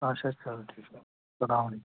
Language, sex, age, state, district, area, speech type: Kashmiri, male, 30-45, Jammu and Kashmir, Pulwama, rural, conversation